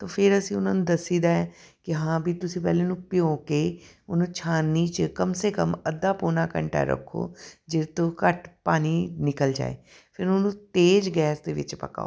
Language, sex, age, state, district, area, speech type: Punjabi, female, 45-60, Punjab, Tarn Taran, urban, spontaneous